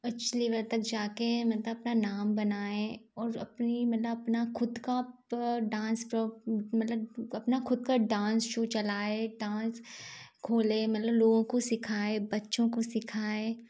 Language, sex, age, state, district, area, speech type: Hindi, female, 30-45, Madhya Pradesh, Gwalior, rural, spontaneous